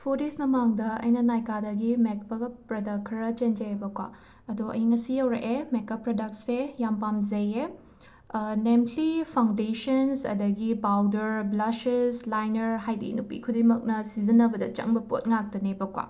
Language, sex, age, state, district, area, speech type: Manipuri, female, 18-30, Manipur, Imphal West, rural, spontaneous